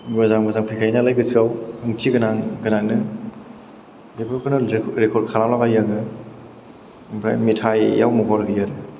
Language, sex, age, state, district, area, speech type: Bodo, male, 18-30, Assam, Chirang, urban, spontaneous